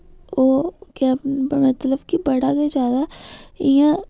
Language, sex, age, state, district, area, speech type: Dogri, female, 18-30, Jammu and Kashmir, Udhampur, rural, spontaneous